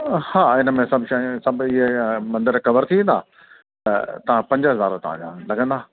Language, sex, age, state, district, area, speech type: Sindhi, male, 60+, Delhi, South Delhi, urban, conversation